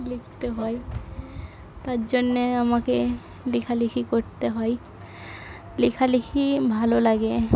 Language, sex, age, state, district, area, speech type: Bengali, female, 18-30, West Bengal, Murshidabad, rural, spontaneous